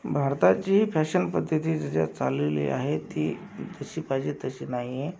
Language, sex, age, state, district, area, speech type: Marathi, male, 18-30, Maharashtra, Akola, rural, spontaneous